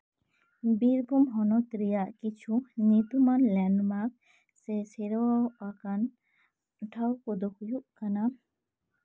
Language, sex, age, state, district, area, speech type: Santali, female, 30-45, West Bengal, Birbhum, rural, spontaneous